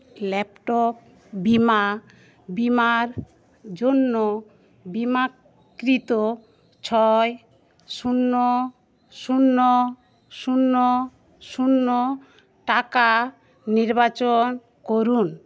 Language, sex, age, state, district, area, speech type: Bengali, female, 45-60, West Bengal, Paschim Medinipur, rural, read